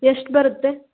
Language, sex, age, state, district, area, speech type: Kannada, female, 18-30, Karnataka, Hassan, urban, conversation